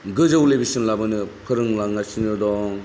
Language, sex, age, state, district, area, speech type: Bodo, male, 45-60, Assam, Kokrajhar, rural, spontaneous